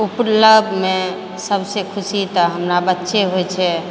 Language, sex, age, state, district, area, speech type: Maithili, female, 45-60, Bihar, Purnia, rural, spontaneous